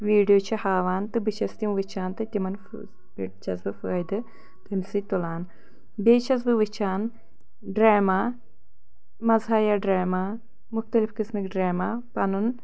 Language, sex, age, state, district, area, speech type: Kashmiri, female, 30-45, Jammu and Kashmir, Anantnag, rural, spontaneous